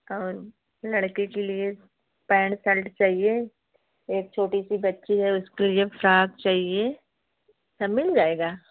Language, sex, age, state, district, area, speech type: Hindi, female, 45-60, Uttar Pradesh, Pratapgarh, rural, conversation